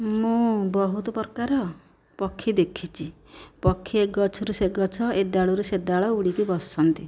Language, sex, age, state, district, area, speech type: Odia, female, 45-60, Odisha, Nayagarh, rural, spontaneous